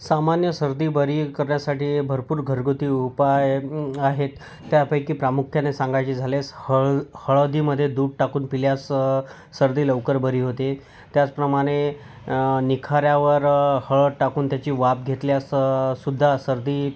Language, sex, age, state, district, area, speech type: Marathi, male, 30-45, Maharashtra, Yavatmal, rural, spontaneous